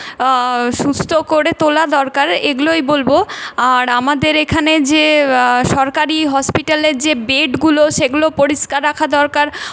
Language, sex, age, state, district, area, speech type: Bengali, female, 18-30, West Bengal, Purulia, rural, spontaneous